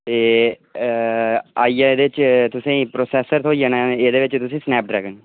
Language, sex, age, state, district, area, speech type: Dogri, male, 18-30, Jammu and Kashmir, Udhampur, rural, conversation